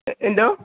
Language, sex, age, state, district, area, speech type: Malayalam, female, 45-60, Kerala, Alappuzha, rural, conversation